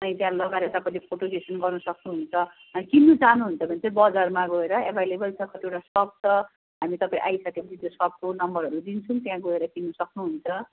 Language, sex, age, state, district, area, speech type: Nepali, female, 45-60, West Bengal, Darjeeling, rural, conversation